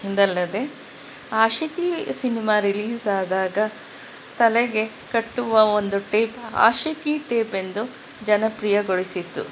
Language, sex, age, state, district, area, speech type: Kannada, female, 45-60, Karnataka, Kolar, urban, spontaneous